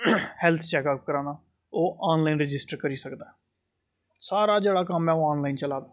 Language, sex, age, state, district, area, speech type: Dogri, male, 30-45, Jammu and Kashmir, Jammu, urban, spontaneous